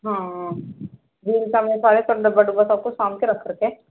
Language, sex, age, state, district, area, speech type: Punjabi, female, 45-60, Punjab, Barnala, rural, conversation